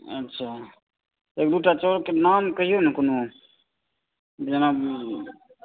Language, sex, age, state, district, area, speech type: Maithili, male, 30-45, Bihar, Supaul, rural, conversation